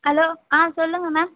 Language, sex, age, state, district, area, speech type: Tamil, female, 18-30, Tamil Nadu, Vellore, urban, conversation